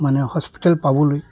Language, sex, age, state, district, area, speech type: Assamese, male, 60+, Assam, Dibrugarh, rural, spontaneous